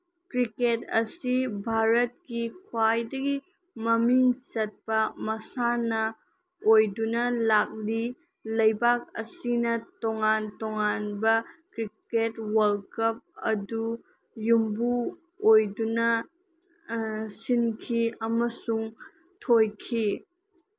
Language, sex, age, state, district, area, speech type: Manipuri, female, 18-30, Manipur, Senapati, rural, read